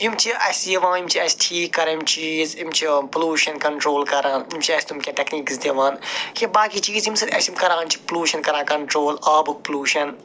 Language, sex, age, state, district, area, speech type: Kashmiri, male, 45-60, Jammu and Kashmir, Budgam, urban, spontaneous